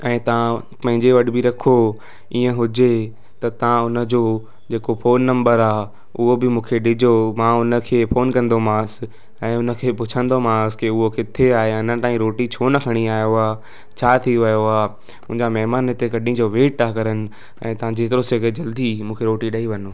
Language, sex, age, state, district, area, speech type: Sindhi, male, 18-30, Gujarat, Surat, urban, spontaneous